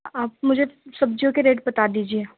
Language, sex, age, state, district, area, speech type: Urdu, female, 45-60, Uttar Pradesh, Gautam Buddha Nagar, urban, conversation